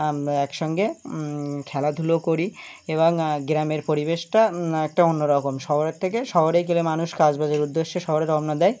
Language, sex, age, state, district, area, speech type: Bengali, male, 18-30, West Bengal, Birbhum, urban, spontaneous